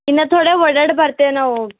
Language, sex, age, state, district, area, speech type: Kannada, female, 18-30, Karnataka, Bidar, urban, conversation